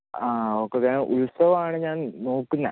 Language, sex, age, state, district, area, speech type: Malayalam, male, 18-30, Kerala, Wayanad, rural, conversation